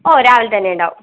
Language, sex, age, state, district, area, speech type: Malayalam, female, 18-30, Kerala, Wayanad, rural, conversation